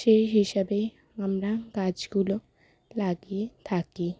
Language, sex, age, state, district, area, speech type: Bengali, female, 30-45, West Bengal, Hooghly, urban, spontaneous